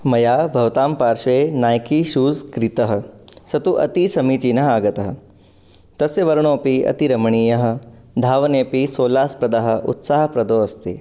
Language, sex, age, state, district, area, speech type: Sanskrit, male, 18-30, Rajasthan, Jodhpur, urban, spontaneous